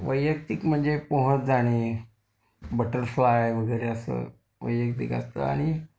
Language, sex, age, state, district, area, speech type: Marathi, male, 60+, Maharashtra, Kolhapur, urban, spontaneous